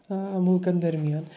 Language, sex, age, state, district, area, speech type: Kashmiri, male, 18-30, Jammu and Kashmir, Srinagar, urban, spontaneous